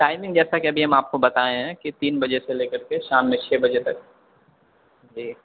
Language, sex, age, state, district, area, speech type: Urdu, male, 18-30, Bihar, Darbhanga, urban, conversation